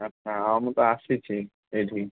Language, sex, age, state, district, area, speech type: Odia, male, 18-30, Odisha, Kendrapara, urban, conversation